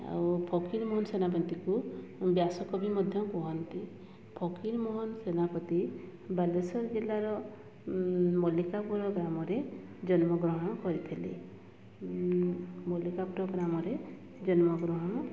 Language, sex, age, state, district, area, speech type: Odia, female, 30-45, Odisha, Mayurbhanj, rural, spontaneous